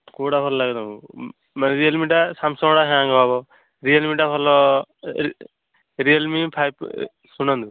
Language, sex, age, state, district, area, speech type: Odia, male, 18-30, Odisha, Nayagarh, rural, conversation